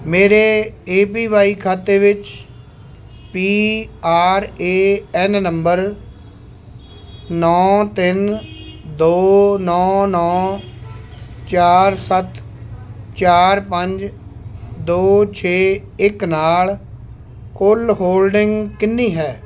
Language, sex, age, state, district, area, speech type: Punjabi, male, 45-60, Punjab, Shaheed Bhagat Singh Nagar, rural, read